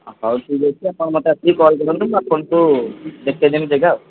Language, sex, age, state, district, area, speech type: Odia, male, 18-30, Odisha, Kendujhar, urban, conversation